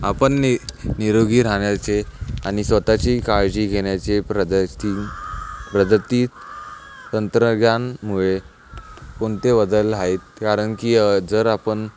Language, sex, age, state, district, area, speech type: Marathi, male, 18-30, Maharashtra, Mumbai City, urban, spontaneous